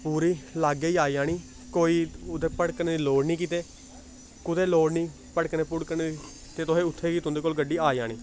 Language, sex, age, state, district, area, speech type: Dogri, male, 18-30, Jammu and Kashmir, Samba, urban, spontaneous